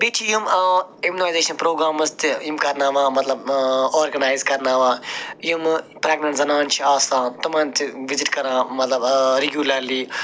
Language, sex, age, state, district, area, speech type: Kashmiri, male, 45-60, Jammu and Kashmir, Budgam, urban, spontaneous